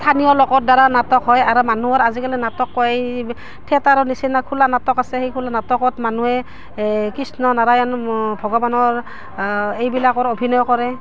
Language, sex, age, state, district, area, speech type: Assamese, female, 30-45, Assam, Barpeta, rural, spontaneous